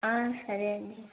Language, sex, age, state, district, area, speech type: Telugu, female, 18-30, Andhra Pradesh, Annamaya, rural, conversation